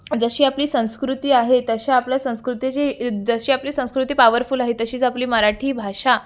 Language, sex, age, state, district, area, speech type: Marathi, female, 18-30, Maharashtra, Raigad, urban, spontaneous